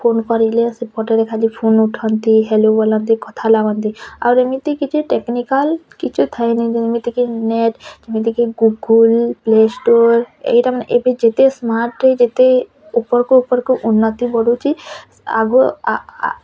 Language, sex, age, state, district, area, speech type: Odia, female, 18-30, Odisha, Bargarh, rural, spontaneous